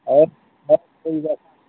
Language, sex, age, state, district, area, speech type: Hindi, male, 60+, Uttar Pradesh, Mau, urban, conversation